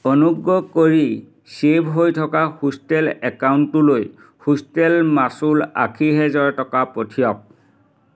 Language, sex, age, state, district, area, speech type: Assamese, male, 45-60, Assam, Dhemaji, urban, read